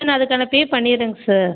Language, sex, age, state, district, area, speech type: Tamil, female, 30-45, Tamil Nadu, Viluppuram, rural, conversation